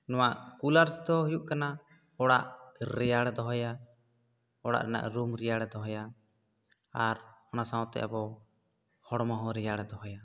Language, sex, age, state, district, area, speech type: Santali, male, 18-30, West Bengal, Bankura, rural, spontaneous